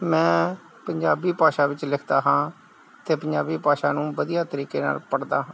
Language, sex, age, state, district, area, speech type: Punjabi, male, 45-60, Punjab, Gurdaspur, rural, spontaneous